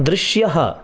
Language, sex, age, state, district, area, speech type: Sanskrit, male, 30-45, Karnataka, Chikkamagaluru, urban, read